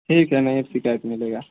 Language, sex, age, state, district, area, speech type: Hindi, male, 18-30, Uttar Pradesh, Mau, rural, conversation